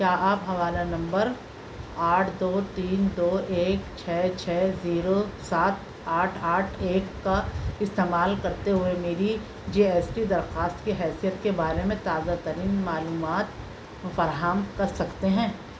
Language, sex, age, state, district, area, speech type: Urdu, female, 60+, Delhi, Central Delhi, urban, read